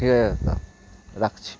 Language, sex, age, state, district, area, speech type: Bengali, male, 18-30, West Bengal, Kolkata, urban, spontaneous